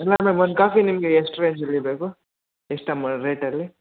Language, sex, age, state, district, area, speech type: Kannada, male, 18-30, Karnataka, Bangalore Urban, urban, conversation